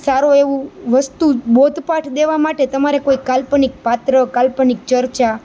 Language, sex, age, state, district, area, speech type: Gujarati, female, 30-45, Gujarat, Rajkot, urban, spontaneous